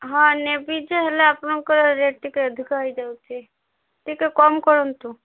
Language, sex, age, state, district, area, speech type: Odia, female, 30-45, Odisha, Malkangiri, urban, conversation